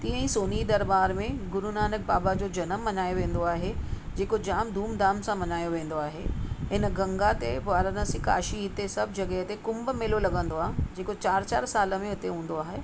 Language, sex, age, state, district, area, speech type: Sindhi, female, 45-60, Maharashtra, Mumbai Suburban, urban, spontaneous